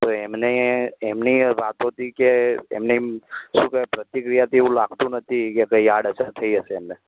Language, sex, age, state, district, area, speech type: Gujarati, male, 18-30, Gujarat, Ahmedabad, urban, conversation